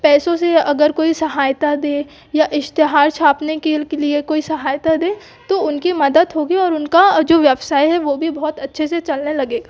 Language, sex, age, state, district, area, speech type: Hindi, female, 18-30, Madhya Pradesh, Jabalpur, urban, spontaneous